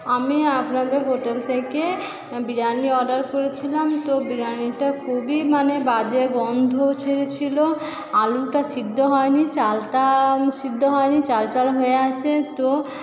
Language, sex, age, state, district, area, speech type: Bengali, female, 30-45, West Bengal, Purba Bardhaman, urban, spontaneous